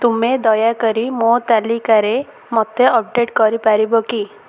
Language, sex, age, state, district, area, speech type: Odia, female, 18-30, Odisha, Ganjam, urban, read